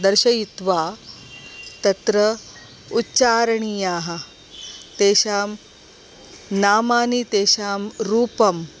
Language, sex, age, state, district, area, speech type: Sanskrit, female, 45-60, Maharashtra, Nagpur, urban, spontaneous